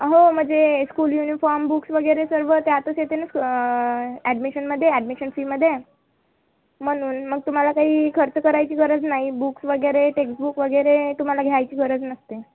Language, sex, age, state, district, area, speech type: Marathi, female, 18-30, Maharashtra, Nagpur, rural, conversation